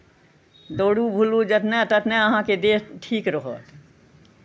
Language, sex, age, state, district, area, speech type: Maithili, female, 60+, Bihar, Araria, rural, spontaneous